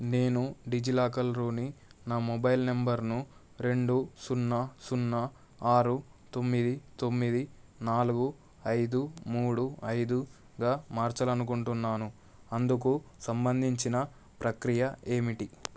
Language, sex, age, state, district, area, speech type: Telugu, male, 18-30, Telangana, Medak, rural, read